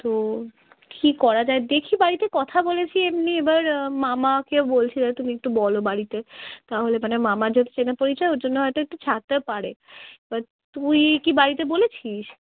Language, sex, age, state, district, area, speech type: Bengali, female, 18-30, West Bengal, Darjeeling, rural, conversation